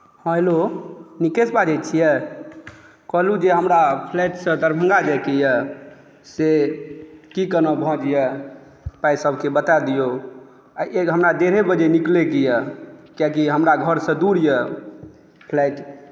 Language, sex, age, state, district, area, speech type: Maithili, male, 45-60, Bihar, Saharsa, urban, spontaneous